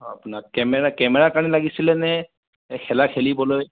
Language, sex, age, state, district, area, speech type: Assamese, male, 30-45, Assam, Sonitpur, rural, conversation